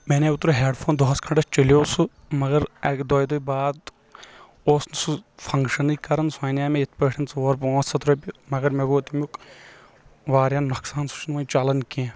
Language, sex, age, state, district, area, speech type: Kashmiri, male, 18-30, Jammu and Kashmir, Kulgam, rural, spontaneous